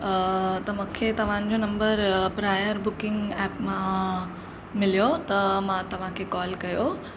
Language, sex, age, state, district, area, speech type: Sindhi, female, 18-30, Maharashtra, Mumbai Suburban, urban, spontaneous